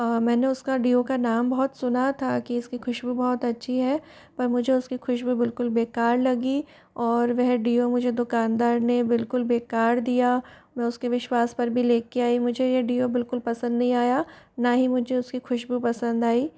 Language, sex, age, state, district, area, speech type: Hindi, female, 60+, Rajasthan, Jaipur, urban, spontaneous